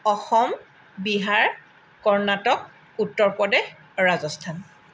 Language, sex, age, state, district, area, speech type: Assamese, female, 60+, Assam, Tinsukia, urban, spontaneous